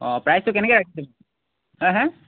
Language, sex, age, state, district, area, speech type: Assamese, male, 18-30, Assam, Tinsukia, urban, conversation